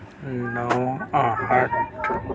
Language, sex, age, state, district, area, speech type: Urdu, male, 30-45, Uttar Pradesh, Mau, urban, spontaneous